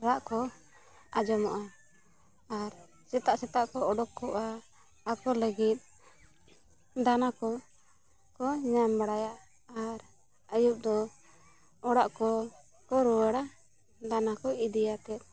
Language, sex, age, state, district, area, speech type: Santali, female, 18-30, Jharkhand, Bokaro, rural, spontaneous